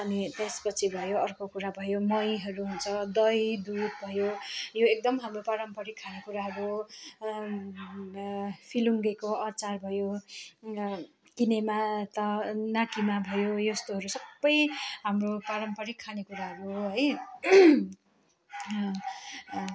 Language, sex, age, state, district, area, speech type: Nepali, female, 60+, West Bengal, Kalimpong, rural, spontaneous